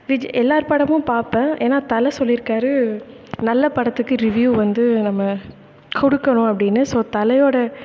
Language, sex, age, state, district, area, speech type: Tamil, female, 18-30, Tamil Nadu, Thanjavur, rural, spontaneous